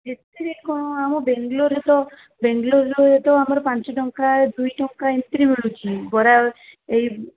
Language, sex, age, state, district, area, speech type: Odia, female, 45-60, Odisha, Sundergarh, rural, conversation